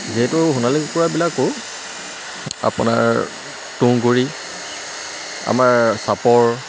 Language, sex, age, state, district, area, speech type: Assamese, male, 30-45, Assam, Charaideo, urban, spontaneous